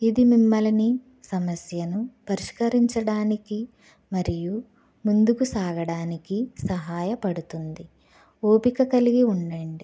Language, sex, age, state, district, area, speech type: Telugu, female, 45-60, Andhra Pradesh, West Godavari, rural, spontaneous